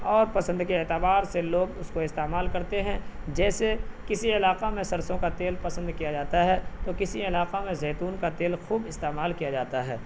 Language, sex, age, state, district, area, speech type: Urdu, male, 18-30, Bihar, Purnia, rural, spontaneous